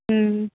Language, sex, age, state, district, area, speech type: Tamil, female, 30-45, Tamil Nadu, Tirupattur, rural, conversation